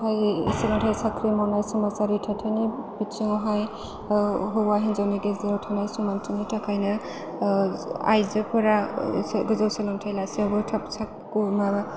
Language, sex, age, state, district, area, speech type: Bodo, female, 30-45, Assam, Chirang, urban, spontaneous